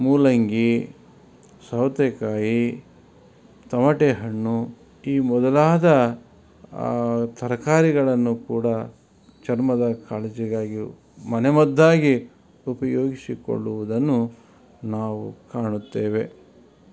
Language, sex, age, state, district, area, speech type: Kannada, male, 45-60, Karnataka, Davanagere, rural, spontaneous